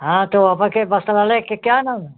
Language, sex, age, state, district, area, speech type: Hindi, male, 60+, Uttar Pradesh, Ghazipur, rural, conversation